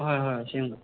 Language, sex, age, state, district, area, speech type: Manipuri, male, 30-45, Manipur, Kangpokpi, urban, conversation